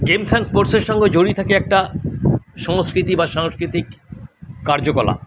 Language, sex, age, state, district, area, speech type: Bengali, male, 60+, West Bengal, Kolkata, urban, spontaneous